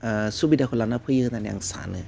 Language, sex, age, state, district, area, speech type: Bodo, male, 30-45, Assam, Udalguri, rural, spontaneous